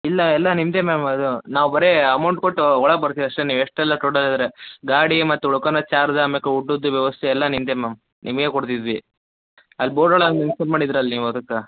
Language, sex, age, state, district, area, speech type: Kannada, male, 18-30, Karnataka, Davanagere, rural, conversation